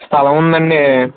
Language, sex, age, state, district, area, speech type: Telugu, male, 30-45, Andhra Pradesh, East Godavari, rural, conversation